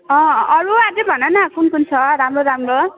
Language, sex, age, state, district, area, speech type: Nepali, female, 18-30, West Bengal, Alipurduar, urban, conversation